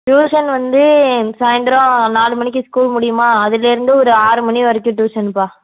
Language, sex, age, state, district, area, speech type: Tamil, female, 30-45, Tamil Nadu, Nagapattinam, rural, conversation